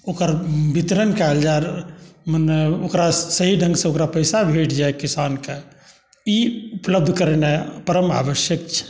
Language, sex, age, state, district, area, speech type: Maithili, male, 60+, Bihar, Saharsa, rural, spontaneous